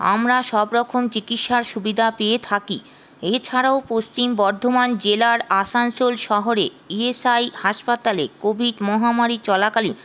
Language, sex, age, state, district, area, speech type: Bengali, female, 30-45, West Bengal, Paschim Bardhaman, rural, spontaneous